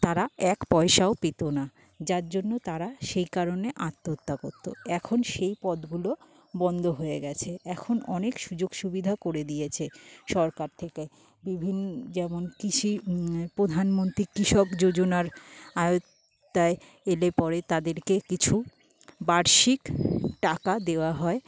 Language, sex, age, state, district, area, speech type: Bengali, female, 45-60, West Bengal, Jhargram, rural, spontaneous